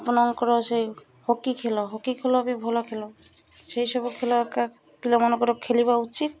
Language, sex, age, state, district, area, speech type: Odia, female, 45-60, Odisha, Malkangiri, urban, spontaneous